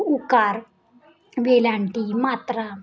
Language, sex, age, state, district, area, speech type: Marathi, female, 18-30, Maharashtra, Satara, urban, spontaneous